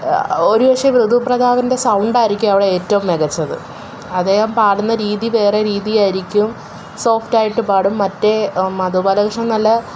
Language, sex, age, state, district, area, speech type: Malayalam, female, 18-30, Kerala, Kollam, urban, spontaneous